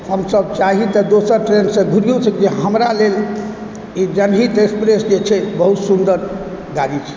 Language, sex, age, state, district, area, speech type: Maithili, male, 45-60, Bihar, Supaul, urban, spontaneous